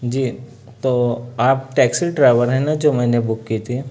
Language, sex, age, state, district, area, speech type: Urdu, male, 30-45, Maharashtra, Nashik, urban, spontaneous